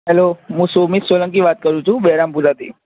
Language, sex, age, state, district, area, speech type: Gujarati, male, 18-30, Gujarat, Ahmedabad, urban, conversation